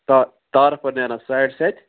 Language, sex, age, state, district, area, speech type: Kashmiri, male, 30-45, Jammu and Kashmir, Kupwara, rural, conversation